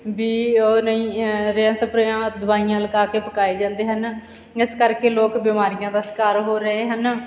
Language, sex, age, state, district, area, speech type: Punjabi, female, 30-45, Punjab, Bathinda, rural, spontaneous